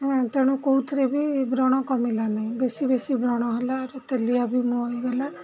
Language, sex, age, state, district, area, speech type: Odia, female, 45-60, Odisha, Rayagada, rural, spontaneous